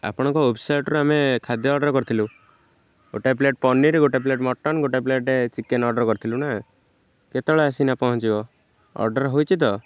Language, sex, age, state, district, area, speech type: Odia, male, 18-30, Odisha, Jagatsinghpur, rural, spontaneous